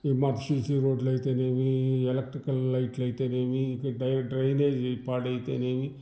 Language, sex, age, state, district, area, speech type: Telugu, male, 60+, Andhra Pradesh, Sri Balaji, urban, spontaneous